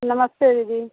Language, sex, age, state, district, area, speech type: Hindi, female, 30-45, Uttar Pradesh, Bhadohi, rural, conversation